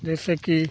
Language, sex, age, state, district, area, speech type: Hindi, male, 45-60, Uttar Pradesh, Hardoi, rural, spontaneous